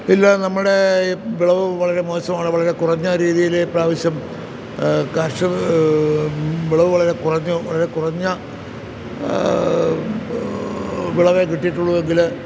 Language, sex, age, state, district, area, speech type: Malayalam, male, 60+, Kerala, Kottayam, rural, spontaneous